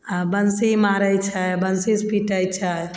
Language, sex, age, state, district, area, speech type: Maithili, female, 45-60, Bihar, Begusarai, rural, spontaneous